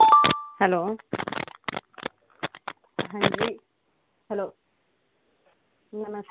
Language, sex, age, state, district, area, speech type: Dogri, female, 18-30, Jammu and Kashmir, Samba, urban, conversation